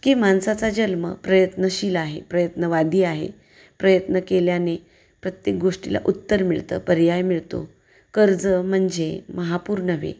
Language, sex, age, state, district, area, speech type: Marathi, female, 45-60, Maharashtra, Satara, rural, spontaneous